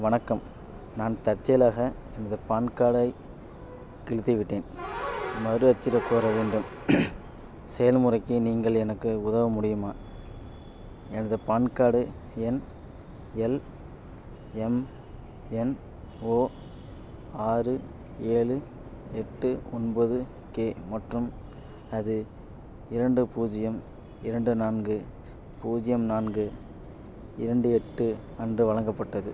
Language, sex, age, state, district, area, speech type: Tamil, male, 30-45, Tamil Nadu, Madurai, urban, read